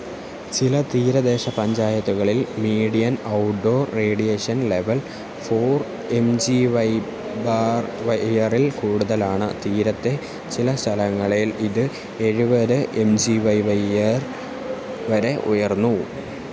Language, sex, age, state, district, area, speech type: Malayalam, male, 18-30, Kerala, Kollam, rural, read